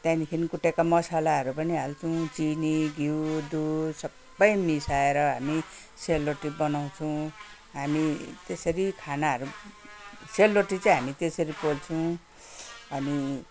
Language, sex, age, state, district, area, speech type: Nepali, female, 60+, West Bengal, Kalimpong, rural, spontaneous